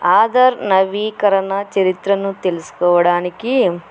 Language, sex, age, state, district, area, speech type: Telugu, female, 45-60, Andhra Pradesh, Kurnool, urban, spontaneous